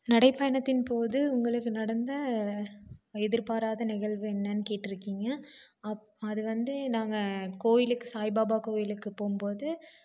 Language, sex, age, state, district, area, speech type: Tamil, female, 18-30, Tamil Nadu, Coimbatore, rural, spontaneous